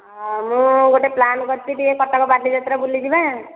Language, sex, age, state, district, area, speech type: Odia, female, 30-45, Odisha, Nayagarh, rural, conversation